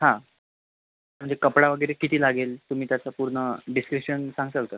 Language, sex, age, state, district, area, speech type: Marathi, male, 18-30, Maharashtra, Yavatmal, rural, conversation